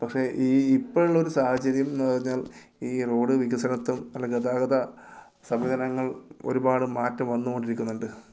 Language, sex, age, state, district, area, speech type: Malayalam, male, 30-45, Kerala, Kasaragod, rural, spontaneous